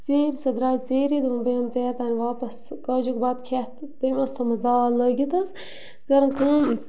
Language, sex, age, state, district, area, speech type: Kashmiri, female, 30-45, Jammu and Kashmir, Bandipora, rural, spontaneous